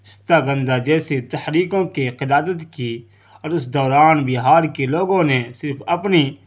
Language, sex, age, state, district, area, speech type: Urdu, male, 30-45, Bihar, Darbhanga, urban, spontaneous